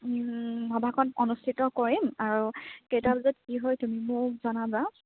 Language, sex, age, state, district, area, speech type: Assamese, female, 18-30, Assam, Dibrugarh, rural, conversation